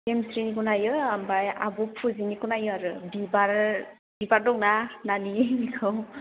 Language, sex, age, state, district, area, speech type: Bodo, female, 18-30, Assam, Chirang, rural, conversation